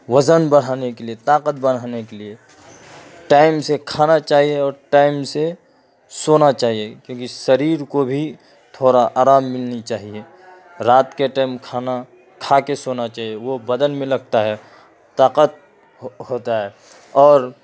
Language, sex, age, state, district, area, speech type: Urdu, male, 30-45, Uttar Pradesh, Ghaziabad, rural, spontaneous